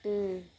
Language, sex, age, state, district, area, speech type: Tamil, female, 30-45, Tamil Nadu, Mayiladuthurai, rural, read